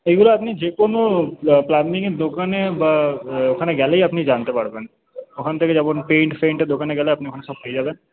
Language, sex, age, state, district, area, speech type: Bengali, male, 30-45, West Bengal, Paschim Bardhaman, urban, conversation